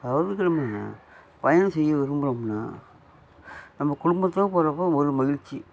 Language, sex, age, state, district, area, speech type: Tamil, male, 45-60, Tamil Nadu, Nagapattinam, rural, spontaneous